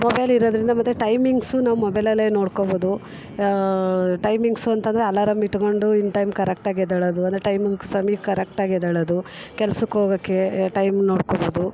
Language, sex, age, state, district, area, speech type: Kannada, female, 45-60, Karnataka, Mysore, urban, spontaneous